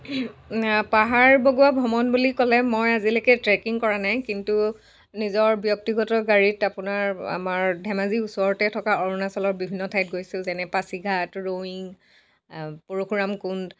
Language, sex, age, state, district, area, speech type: Assamese, female, 60+, Assam, Dhemaji, rural, spontaneous